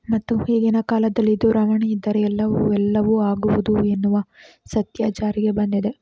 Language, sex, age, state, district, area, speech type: Kannada, female, 45-60, Karnataka, Chikkaballapur, rural, spontaneous